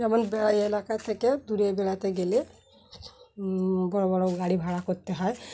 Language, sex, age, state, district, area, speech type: Bengali, female, 30-45, West Bengal, Dakshin Dinajpur, urban, spontaneous